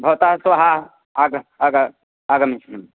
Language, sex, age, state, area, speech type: Sanskrit, male, 18-30, Uttar Pradesh, rural, conversation